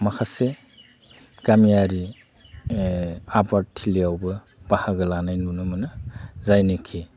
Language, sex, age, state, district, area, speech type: Bodo, male, 45-60, Assam, Udalguri, rural, spontaneous